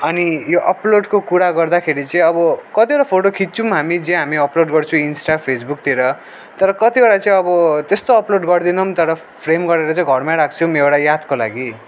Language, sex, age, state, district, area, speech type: Nepali, male, 18-30, West Bengal, Darjeeling, rural, spontaneous